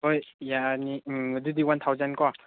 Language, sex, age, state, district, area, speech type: Manipuri, male, 18-30, Manipur, Chandel, rural, conversation